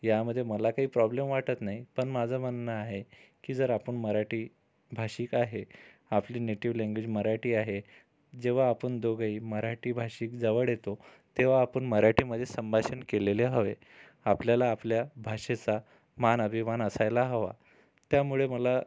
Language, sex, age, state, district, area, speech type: Marathi, male, 45-60, Maharashtra, Amravati, urban, spontaneous